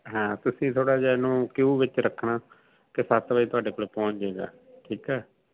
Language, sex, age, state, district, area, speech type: Punjabi, male, 30-45, Punjab, Fazilka, rural, conversation